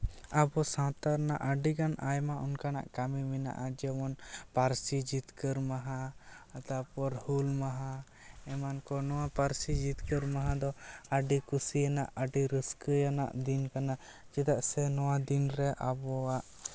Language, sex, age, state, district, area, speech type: Santali, male, 18-30, West Bengal, Jhargram, rural, spontaneous